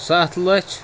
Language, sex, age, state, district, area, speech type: Kashmiri, male, 30-45, Jammu and Kashmir, Pulwama, urban, spontaneous